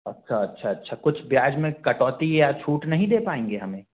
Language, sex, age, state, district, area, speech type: Hindi, male, 30-45, Madhya Pradesh, Jabalpur, urban, conversation